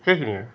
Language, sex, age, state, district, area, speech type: Assamese, male, 60+, Assam, Charaideo, urban, spontaneous